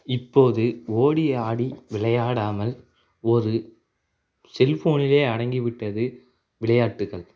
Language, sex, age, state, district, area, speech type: Tamil, male, 30-45, Tamil Nadu, Tiruchirappalli, rural, spontaneous